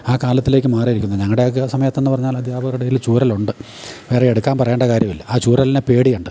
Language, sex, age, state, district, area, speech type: Malayalam, male, 60+, Kerala, Idukki, rural, spontaneous